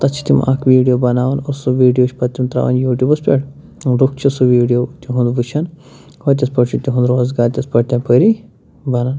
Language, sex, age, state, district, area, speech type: Kashmiri, male, 30-45, Jammu and Kashmir, Shopian, rural, spontaneous